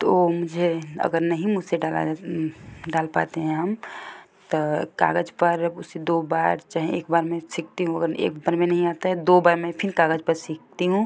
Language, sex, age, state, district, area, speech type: Hindi, female, 18-30, Uttar Pradesh, Ghazipur, rural, spontaneous